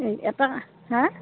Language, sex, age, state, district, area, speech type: Assamese, female, 45-60, Assam, Goalpara, urban, conversation